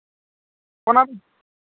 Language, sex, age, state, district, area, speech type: Santali, male, 45-60, Odisha, Mayurbhanj, rural, conversation